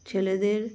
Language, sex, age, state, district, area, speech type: Bengali, female, 30-45, West Bengal, Cooch Behar, urban, spontaneous